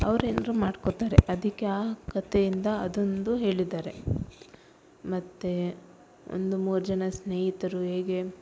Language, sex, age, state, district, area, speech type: Kannada, female, 30-45, Karnataka, Udupi, rural, spontaneous